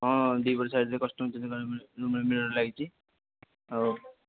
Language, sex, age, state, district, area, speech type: Odia, male, 30-45, Odisha, Nayagarh, rural, conversation